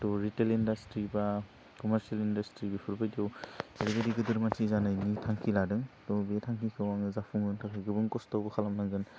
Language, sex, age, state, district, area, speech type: Bodo, male, 18-30, Assam, Udalguri, urban, spontaneous